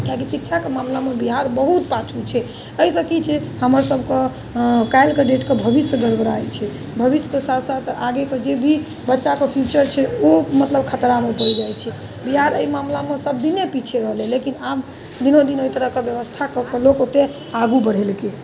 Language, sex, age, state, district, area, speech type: Maithili, female, 30-45, Bihar, Muzaffarpur, urban, spontaneous